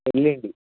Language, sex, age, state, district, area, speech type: Telugu, male, 18-30, Telangana, Nalgonda, rural, conversation